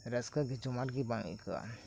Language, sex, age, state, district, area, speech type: Santali, male, 18-30, West Bengal, Birbhum, rural, spontaneous